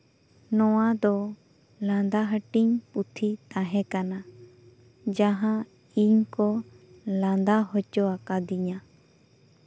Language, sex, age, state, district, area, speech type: Santali, female, 18-30, West Bengal, Bankura, rural, spontaneous